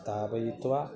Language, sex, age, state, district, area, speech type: Sanskrit, male, 45-60, Kerala, Thrissur, urban, spontaneous